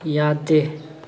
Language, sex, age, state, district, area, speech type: Manipuri, male, 30-45, Manipur, Thoubal, rural, read